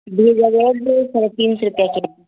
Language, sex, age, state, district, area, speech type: Urdu, female, 18-30, Bihar, Khagaria, rural, conversation